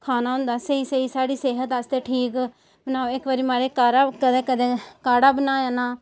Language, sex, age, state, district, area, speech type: Dogri, female, 30-45, Jammu and Kashmir, Samba, rural, spontaneous